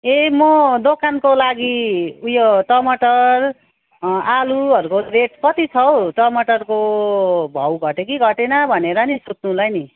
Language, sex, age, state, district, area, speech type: Nepali, female, 30-45, West Bengal, Darjeeling, rural, conversation